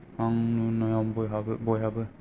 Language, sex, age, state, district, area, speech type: Bodo, male, 30-45, Assam, Kokrajhar, rural, spontaneous